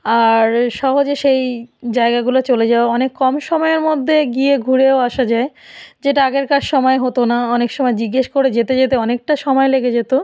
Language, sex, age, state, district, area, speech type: Bengali, female, 45-60, West Bengal, South 24 Parganas, rural, spontaneous